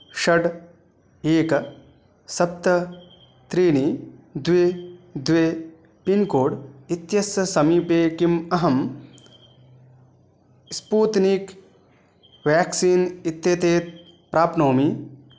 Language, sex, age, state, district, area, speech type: Sanskrit, male, 18-30, West Bengal, Dakshin Dinajpur, rural, read